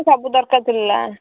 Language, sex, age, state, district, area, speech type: Odia, female, 18-30, Odisha, Ganjam, urban, conversation